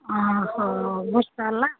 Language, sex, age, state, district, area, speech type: Odia, female, 45-60, Odisha, Angul, rural, conversation